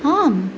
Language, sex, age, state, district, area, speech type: Sanskrit, female, 30-45, Tamil Nadu, Karur, rural, read